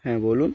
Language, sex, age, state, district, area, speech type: Bengali, male, 18-30, West Bengal, Darjeeling, urban, spontaneous